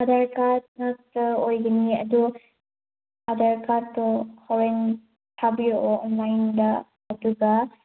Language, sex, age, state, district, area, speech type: Manipuri, female, 18-30, Manipur, Chandel, rural, conversation